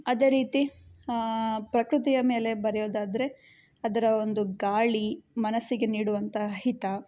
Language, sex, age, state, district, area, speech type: Kannada, female, 18-30, Karnataka, Chitradurga, urban, spontaneous